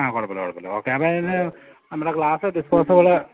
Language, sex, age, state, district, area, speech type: Malayalam, male, 30-45, Kerala, Idukki, rural, conversation